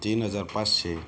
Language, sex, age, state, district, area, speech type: Marathi, male, 18-30, Maharashtra, Yavatmal, rural, spontaneous